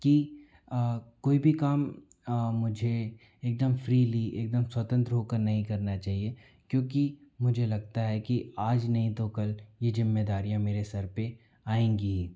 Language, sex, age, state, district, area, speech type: Hindi, male, 45-60, Madhya Pradesh, Bhopal, urban, spontaneous